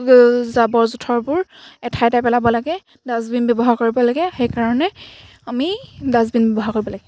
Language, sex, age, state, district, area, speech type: Assamese, female, 18-30, Assam, Sivasagar, rural, spontaneous